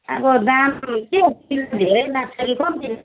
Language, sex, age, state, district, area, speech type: Nepali, female, 60+, West Bengal, Jalpaiguri, rural, conversation